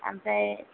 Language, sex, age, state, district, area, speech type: Bodo, female, 30-45, Assam, Kokrajhar, rural, conversation